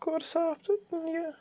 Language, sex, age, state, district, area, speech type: Kashmiri, male, 18-30, Jammu and Kashmir, Srinagar, urban, spontaneous